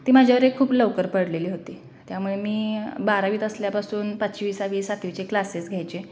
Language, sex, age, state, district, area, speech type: Marathi, female, 18-30, Maharashtra, Sangli, rural, spontaneous